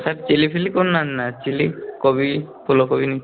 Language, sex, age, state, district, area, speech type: Odia, male, 18-30, Odisha, Mayurbhanj, rural, conversation